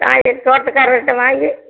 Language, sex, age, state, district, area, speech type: Tamil, female, 60+, Tamil Nadu, Erode, rural, conversation